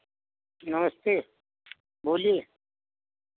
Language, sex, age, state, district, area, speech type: Hindi, male, 60+, Uttar Pradesh, Lucknow, rural, conversation